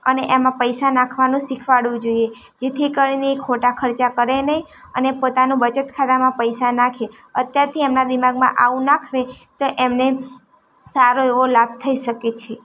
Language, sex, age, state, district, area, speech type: Gujarati, female, 18-30, Gujarat, Ahmedabad, urban, spontaneous